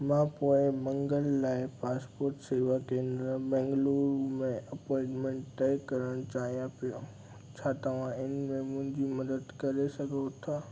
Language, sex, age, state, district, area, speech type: Sindhi, male, 18-30, Gujarat, Kutch, rural, read